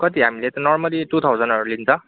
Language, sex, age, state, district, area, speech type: Nepali, male, 18-30, West Bengal, Kalimpong, rural, conversation